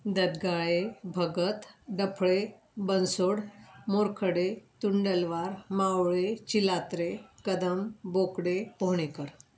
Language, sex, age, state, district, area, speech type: Marathi, female, 60+, Maharashtra, Wardha, urban, spontaneous